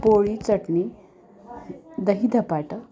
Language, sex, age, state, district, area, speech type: Marathi, female, 45-60, Maharashtra, Osmanabad, rural, spontaneous